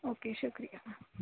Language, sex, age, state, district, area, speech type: Urdu, female, 30-45, Uttar Pradesh, Aligarh, urban, conversation